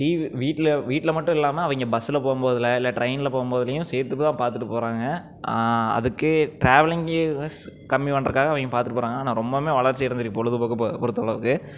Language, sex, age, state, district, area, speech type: Tamil, male, 18-30, Tamil Nadu, Erode, urban, spontaneous